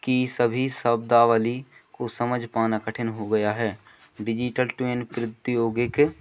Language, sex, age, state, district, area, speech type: Hindi, male, 18-30, Madhya Pradesh, Seoni, urban, spontaneous